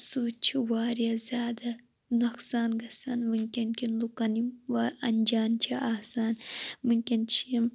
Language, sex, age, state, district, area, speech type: Kashmiri, female, 18-30, Jammu and Kashmir, Shopian, rural, spontaneous